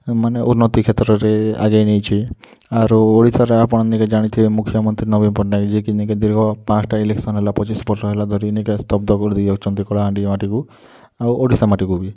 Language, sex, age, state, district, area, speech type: Odia, male, 18-30, Odisha, Kalahandi, rural, spontaneous